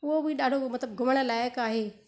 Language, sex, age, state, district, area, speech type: Sindhi, female, 30-45, Gujarat, Surat, urban, spontaneous